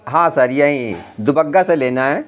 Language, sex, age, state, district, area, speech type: Urdu, male, 45-60, Uttar Pradesh, Lucknow, rural, spontaneous